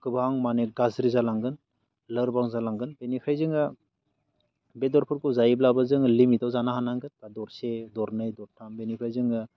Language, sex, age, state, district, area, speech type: Bodo, male, 30-45, Assam, Baksa, rural, spontaneous